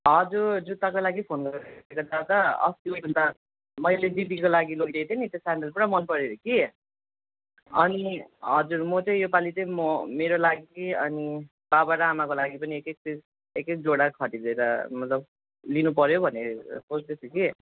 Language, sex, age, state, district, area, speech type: Nepali, male, 18-30, West Bengal, Darjeeling, rural, conversation